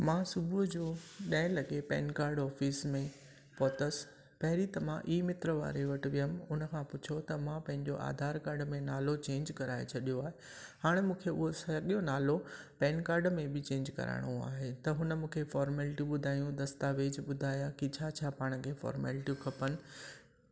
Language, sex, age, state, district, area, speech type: Sindhi, male, 45-60, Rajasthan, Ajmer, rural, spontaneous